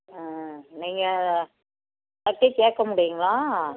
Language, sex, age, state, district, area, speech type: Tamil, female, 60+, Tamil Nadu, Namakkal, rural, conversation